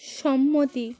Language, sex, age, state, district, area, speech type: Bengali, female, 45-60, West Bengal, South 24 Parganas, rural, read